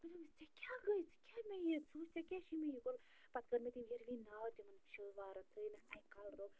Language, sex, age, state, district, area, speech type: Kashmiri, female, 30-45, Jammu and Kashmir, Bandipora, rural, spontaneous